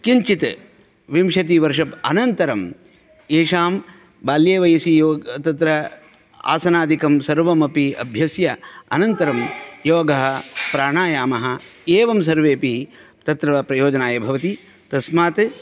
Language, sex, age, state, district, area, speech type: Sanskrit, male, 45-60, Karnataka, Shimoga, rural, spontaneous